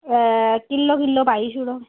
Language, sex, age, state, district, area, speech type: Dogri, female, 30-45, Jammu and Kashmir, Udhampur, urban, conversation